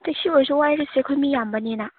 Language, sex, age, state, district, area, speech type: Manipuri, female, 18-30, Manipur, Chandel, rural, conversation